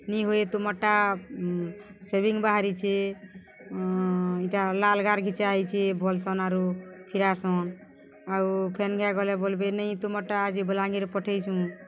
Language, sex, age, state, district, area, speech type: Odia, female, 60+, Odisha, Balangir, urban, spontaneous